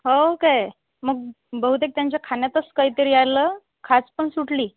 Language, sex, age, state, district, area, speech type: Marathi, female, 45-60, Maharashtra, Amravati, rural, conversation